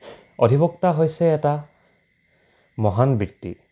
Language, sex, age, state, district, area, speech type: Assamese, male, 18-30, Assam, Dibrugarh, rural, spontaneous